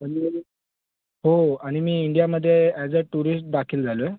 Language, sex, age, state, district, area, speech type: Marathi, male, 18-30, Maharashtra, Thane, urban, conversation